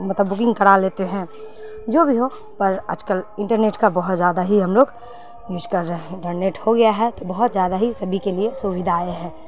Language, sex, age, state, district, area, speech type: Urdu, female, 30-45, Bihar, Khagaria, rural, spontaneous